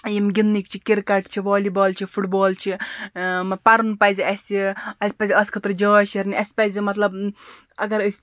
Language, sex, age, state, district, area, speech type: Kashmiri, female, 45-60, Jammu and Kashmir, Baramulla, rural, spontaneous